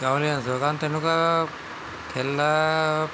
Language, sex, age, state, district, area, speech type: Assamese, male, 60+, Assam, Tinsukia, rural, spontaneous